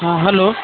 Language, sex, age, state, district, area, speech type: Maithili, male, 30-45, Bihar, Sitamarhi, rural, conversation